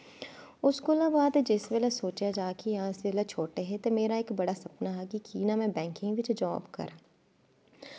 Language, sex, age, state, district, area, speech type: Dogri, female, 30-45, Jammu and Kashmir, Udhampur, urban, spontaneous